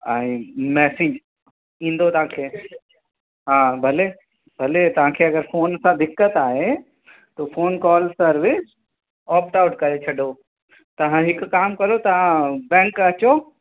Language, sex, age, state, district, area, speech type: Sindhi, male, 30-45, Uttar Pradesh, Lucknow, urban, conversation